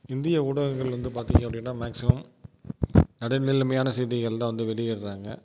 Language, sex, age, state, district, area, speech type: Tamil, male, 30-45, Tamil Nadu, Tiruvarur, rural, spontaneous